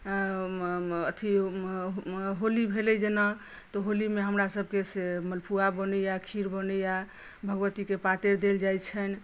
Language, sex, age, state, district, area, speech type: Maithili, female, 45-60, Bihar, Madhubani, rural, spontaneous